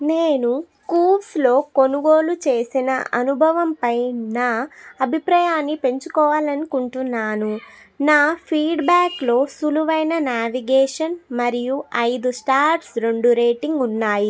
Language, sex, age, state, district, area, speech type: Telugu, female, 18-30, Telangana, Suryapet, urban, read